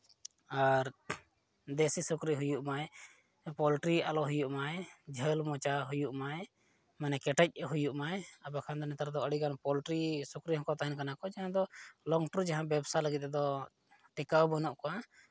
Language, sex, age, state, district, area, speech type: Santali, male, 30-45, Jharkhand, East Singhbhum, rural, spontaneous